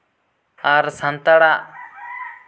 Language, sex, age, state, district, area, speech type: Santali, male, 18-30, West Bengal, Bankura, rural, spontaneous